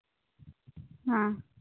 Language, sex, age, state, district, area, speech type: Santali, female, 45-60, Jharkhand, Pakur, rural, conversation